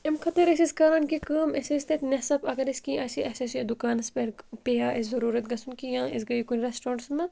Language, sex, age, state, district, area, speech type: Kashmiri, female, 18-30, Jammu and Kashmir, Kupwara, rural, spontaneous